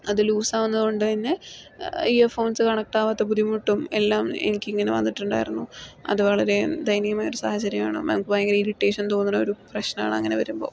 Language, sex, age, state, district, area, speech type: Malayalam, female, 18-30, Kerala, Palakkad, rural, spontaneous